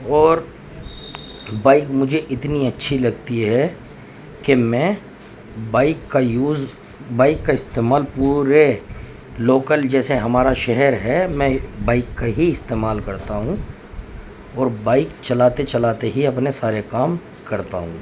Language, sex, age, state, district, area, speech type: Urdu, male, 30-45, Uttar Pradesh, Muzaffarnagar, urban, spontaneous